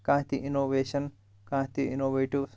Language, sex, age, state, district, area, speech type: Kashmiri, male, 30-45, Jammu and Kashmir, Shopian, urban, spontaneous